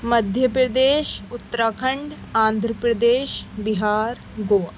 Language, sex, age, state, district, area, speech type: Urdu, female, 18-30, Delhi, East Delhi, urban, spontaneous